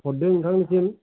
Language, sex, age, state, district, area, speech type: Bodo, male, 45-60, Assam, Kokrajhar, rural, conversation